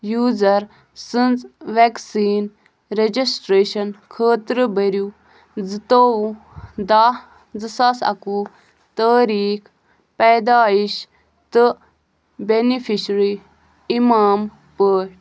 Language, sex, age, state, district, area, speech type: Kashmiri, female, 18-30, Jammu and Kashmir, Bandipora, rural, read